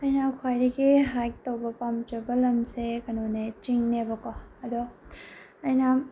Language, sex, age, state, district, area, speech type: Manipuri, female, 18-30, Manipur, Bishnupur, rural, spontaneous